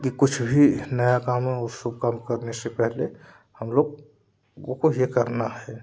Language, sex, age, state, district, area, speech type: Hindi, male, 18-30, Uttar Pradesh, Jaunpur, urban, spontaneous